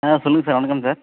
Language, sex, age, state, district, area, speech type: Tamil, male, 30-45, Tamil Nadu, Madurai, urban, conversation